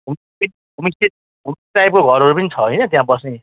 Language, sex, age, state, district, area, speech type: Nepali, male, 45-60, West Bengal, Jalpaiguri, rural, conversation